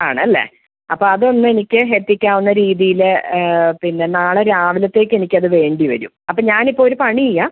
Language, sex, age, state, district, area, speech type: Malayalam, female, 45-60, Kerala, Ernakulam, rural, conversation